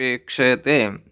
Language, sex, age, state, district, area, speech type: Sanskrit, male, 18-30, Karnataka, Uttara Kannada, rural, spontaneous